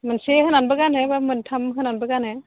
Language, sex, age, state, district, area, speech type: Bodo, female, 30-45, Assam, Udalguri, urban, conversation